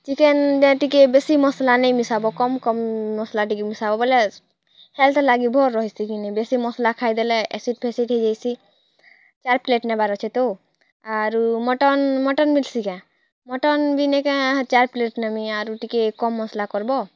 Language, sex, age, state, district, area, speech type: Odia, female, 18-30, Odisha, Kalahandi, rural, spontaneous